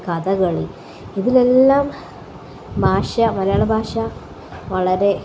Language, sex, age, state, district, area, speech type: Malayalam, female, 18-30, Kerala, Kottayam, rural, spontaneous